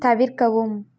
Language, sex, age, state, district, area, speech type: Tamil, female, 18-30, Tamil Nadu, Namakkal, rural, read